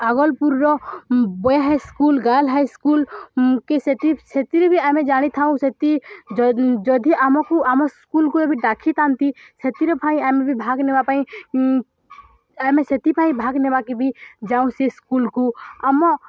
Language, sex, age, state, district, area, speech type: Odia, female, 18-30, Odisha, Balangir, urban, spontaneous